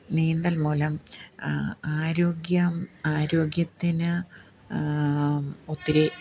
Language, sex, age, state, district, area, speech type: Malayalam, female, 45-60, Kerala, Kottayam, rural, spontaneous